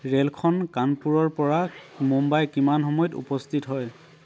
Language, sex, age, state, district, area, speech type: Assamese, male, 18-30, Assam, Dibrugarh, rural, read